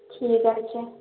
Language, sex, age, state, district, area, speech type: Bengali, female, 18-30, West Bengal, Purulia, rural, conversation